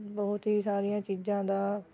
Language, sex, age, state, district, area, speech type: Punjabi, female, 30-45, Punjab, Rupnagar, rural, spontaneous